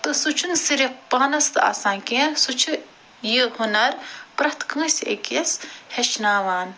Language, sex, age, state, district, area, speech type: Kashmiri, female, 45-60, Jammu and Kashmir, Ganderbal, urban, spontaneous